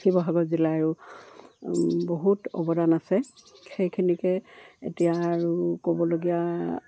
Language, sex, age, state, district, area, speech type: Assamese, female, 60+, Assam, Charaideo, rural, spontaneous